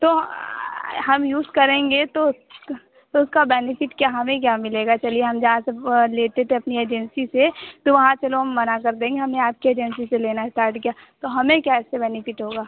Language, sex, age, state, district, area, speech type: Hindi, female, 30-45, Uttar Pradesh, Sitapur, rural, conversation